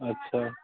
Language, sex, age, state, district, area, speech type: Maithili, male, 18-30, Bihar, Darbhanga, urban, conversation